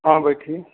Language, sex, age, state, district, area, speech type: Hindi, male, 45-60, Uttar Pradesh, Prayagraj, rural, conversation